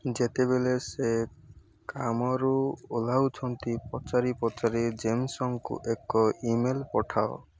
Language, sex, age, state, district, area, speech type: Odia, male, 18-30, Odisha, Malkangiri, rural, read